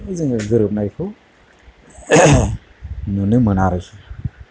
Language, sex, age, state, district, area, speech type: Bodo, male, 45-60, Assam, Kokrajhar, urban, spontaneous